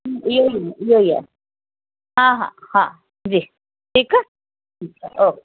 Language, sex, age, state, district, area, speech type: Sindhi, female, 30-45, Rajasthan, Ajmer, urban, conversation